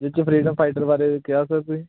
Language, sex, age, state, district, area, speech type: Punjabi, male, 18-30, Punjab, Hoshiarpur, rural, conversation